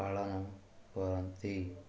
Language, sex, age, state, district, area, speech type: Odia, male, 18-30, Odisha, Ganjam, urban, spontaneous